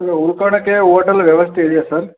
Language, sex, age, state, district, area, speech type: Kannada, male, 18-30, Karnataka, Chitradurga, urban, conversation